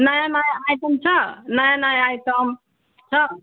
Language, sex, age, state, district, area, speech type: Nepali, female, 45-60, West Bengal, Jalpaiguri, rural, conversation